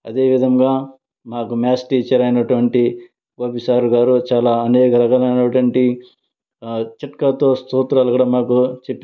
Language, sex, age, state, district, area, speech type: Telugu, male, 30-45, Andhra Pradesh, Sri Balaji, urban, spontaneous